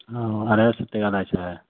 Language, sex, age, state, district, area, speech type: Maithili, male, 30-45, Bihar, Madhepura, rural, conversation